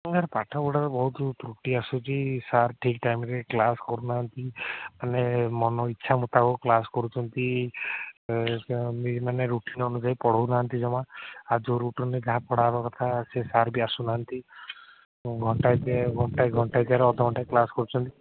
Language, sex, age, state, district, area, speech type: Odia, male, 18-30, Odisha, Jagatsinghpur, rural, conversation